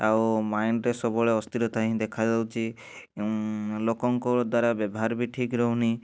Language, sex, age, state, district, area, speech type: Odia, male, 30-45, Odisha, Cuttack, urban, spontaneous